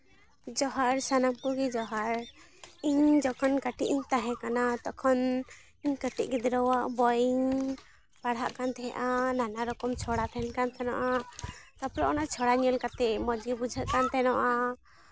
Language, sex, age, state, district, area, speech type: Santali, female, 18-30, West Bengal, Malda, rural, spontaneous